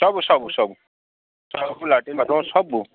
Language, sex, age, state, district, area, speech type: Odia, male, 45-60, Odisha, Sambalpur, rural, conversation